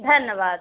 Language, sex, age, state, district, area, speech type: Hindi, female, 30-45, Uttar Pradesh, Mirzapur, rural, conversation